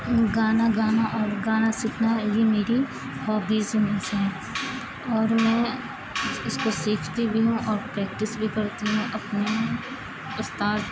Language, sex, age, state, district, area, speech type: Urdu, female, 30-45, Uttar Pradesh, Aligarh, rural, spontaneous